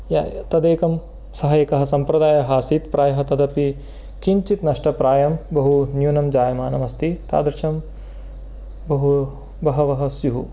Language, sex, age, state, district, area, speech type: Sanskrit, male, 30-45, Karnataka, Uttara Kannada, rural, spontaneous